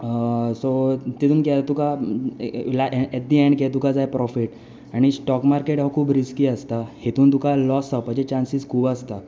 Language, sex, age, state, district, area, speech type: Goan Konkani, male, 18-30, Goa, Tiswadi, rural, spontaneous